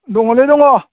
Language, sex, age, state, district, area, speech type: Bodo, male, 60+, Assam, Udalguri, rural, conversation